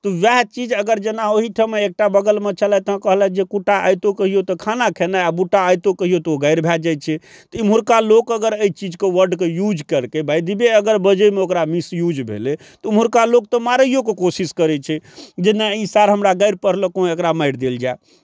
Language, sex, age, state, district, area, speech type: Maithili, male, 45-60, Bihar, Darbhanga, rural, spontaneous